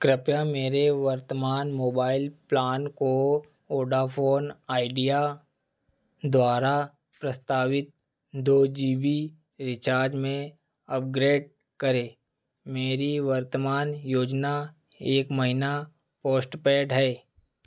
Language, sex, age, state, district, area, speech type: Hindi, male, 30-45, Madhya Pradesh, Seoni, rural, read